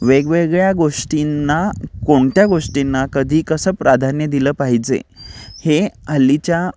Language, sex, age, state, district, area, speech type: Marathi, male, 30-45, Maharashtra, Kolhapur, urban, spontaneous